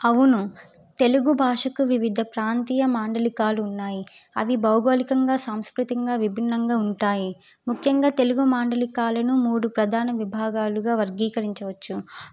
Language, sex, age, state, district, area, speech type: Telugu, female, 18-30, Telangana, Suryapet, urban, spontaneous